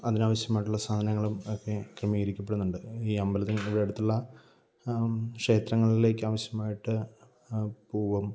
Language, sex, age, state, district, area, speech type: Malayalam, male, 30-45, Kerala, Kollam, rural, spontaneous